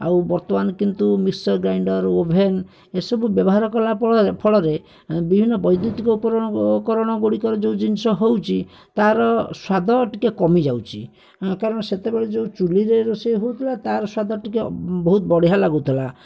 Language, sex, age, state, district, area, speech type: Odia, male, 45-60, Odisha, Bhadrak, rural, spontaneous